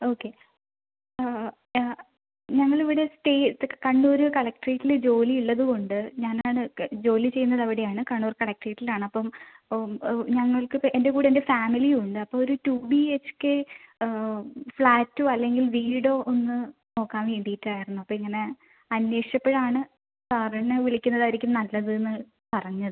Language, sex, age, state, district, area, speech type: Malayalam, female, 18-30, Kerala, Kannur, rural, conversation